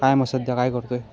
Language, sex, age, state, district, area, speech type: Marathi, male, 18-30, Maharashtra, Sindhudurg, rural, spontaneous